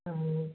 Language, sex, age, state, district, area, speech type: Hindi, female, 18-30, Madhya Pradesh, Harda, rural, conversation